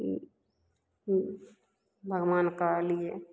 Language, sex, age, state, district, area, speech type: Maithili, female, 30-45, Bihar, Begusarai, rural, spontaneous